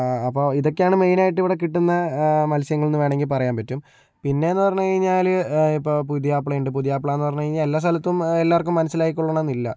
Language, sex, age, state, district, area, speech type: Malayalam, male, 60+, Kerala, Kozhikode, urban, spontaneous